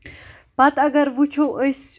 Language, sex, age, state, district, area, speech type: Kashmiri, female, 18-30, Jammu and Kashmir, Baramulla, rural, spontaneous